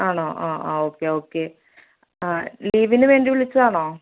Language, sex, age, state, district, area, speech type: Malayalam, female, 30-45, Kerala, Ernakulam, rural, conversation